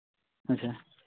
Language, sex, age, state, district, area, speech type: Santali, male, 30-45, Jharkhand, East Singhbhum, rural, conversation